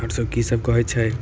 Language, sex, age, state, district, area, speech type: Maithili, male, 18-30, Bihar, Samastipur, rural, spontaneous